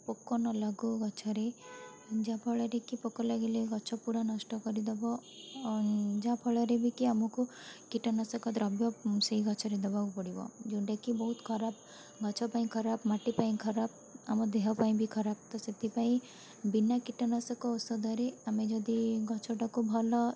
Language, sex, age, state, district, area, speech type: Odia, female, 45-60, Odisha, Bhadrak, rural, spontaneous